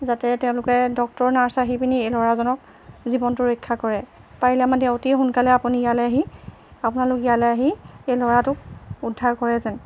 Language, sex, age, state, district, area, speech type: Assamese, female, 45-60, Assam, Jorhat, urban, spontaneous